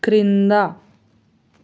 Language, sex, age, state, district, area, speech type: Telugu, female, 18-30, Andhra Pradesh, Nandyal, rural, read